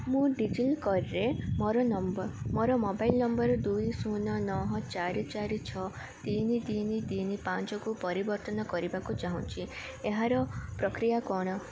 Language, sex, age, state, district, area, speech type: Odia, female, 18-30, Odisha, Koraput, urban, read